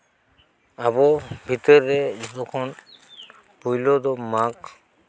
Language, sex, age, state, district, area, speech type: Santali, male, 45-60, Jharkhand, East Singhbhum, rural, spontaneous